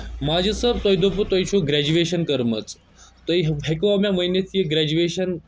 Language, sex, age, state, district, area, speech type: Kashmiri, male, 18-30, Jammu and Kashmir, Kulgam, rural, spontaneous